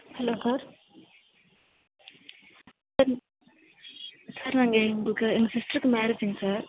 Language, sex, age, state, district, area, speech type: Tamil, female, 30-45, Tamil Nadu, Nilgiris, rural, conversation